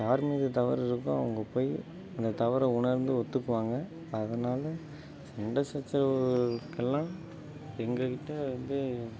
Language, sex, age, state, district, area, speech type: Tamil, male, 30-45, Tamil Nadu, Ariyalur, rural, spontaneous